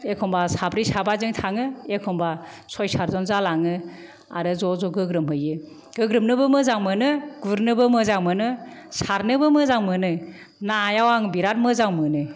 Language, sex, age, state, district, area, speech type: Bodo, female, 45-60, Assam, Kokrajhar, rural, spontaneous